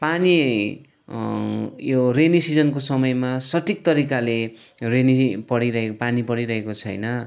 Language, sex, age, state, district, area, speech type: Nepali, male, 45-60, West Bengal, Kalimpong, rural, spontaneous